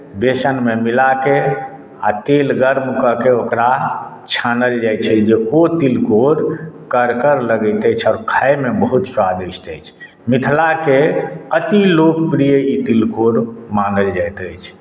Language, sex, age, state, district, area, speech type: Maithili, male, 60+, Bihar, Madhubani, rural, spontaneous